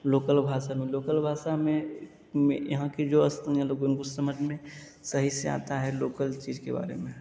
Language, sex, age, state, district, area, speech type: Hindi, male, 18-30, Bihar, Begusarai, rural, spontaneous